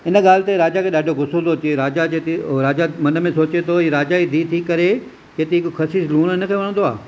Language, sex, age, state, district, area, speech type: Sindhi, male, 45-60, Maharashtra, Thane, urban, spontaneous